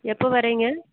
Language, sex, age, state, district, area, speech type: Tamil, female, 30-45, Tamil Nadu, Erode, rural, conversation